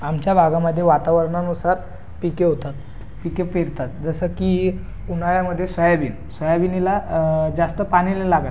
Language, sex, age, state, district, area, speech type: Marathi, male, 18-30, Maharashtra, Buldhana, urban, spontaneous